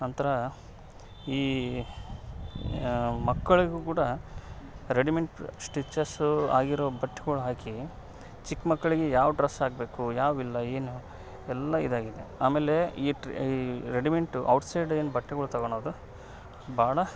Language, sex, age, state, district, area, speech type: Kannada, male, 30-45, Karnataka, Vijayanagara, rural, spontaneous